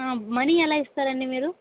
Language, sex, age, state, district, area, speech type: Telugu, female, 18-30, Andhra Pradesh, Kadapa, rural, conversation